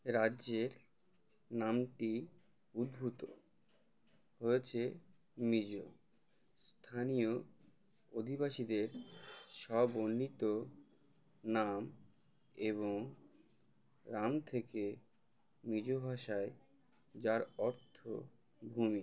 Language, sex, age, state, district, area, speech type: Bengali, male, 30-45, West Bengal, Uttar Dinajpur, urban, read